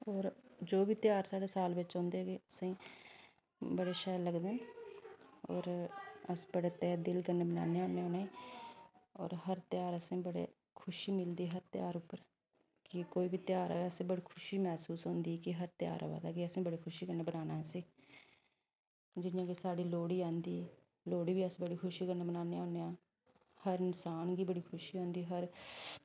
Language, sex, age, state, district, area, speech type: Dogri, female, 30-45, Jammu and Kashmir, Reasi, rural, spontaneous